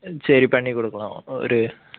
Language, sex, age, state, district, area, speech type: Tamil, male, 18-30, Tamil Nadu, Nagapattinam, rural, conversation